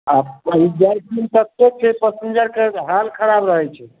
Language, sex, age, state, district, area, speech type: Maithili, male, 60+, Bihar, Samastipur, urban, conversation